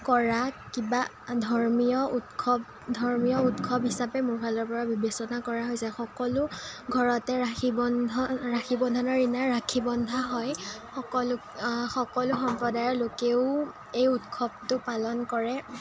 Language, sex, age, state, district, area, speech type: Assamese, female, 18-30, Assam, Sonitpur, rural, spontaneous